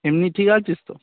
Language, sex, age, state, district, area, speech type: Bengali, male, 18-30, West Bengal, Dakshin Dinajpur, urban, conversation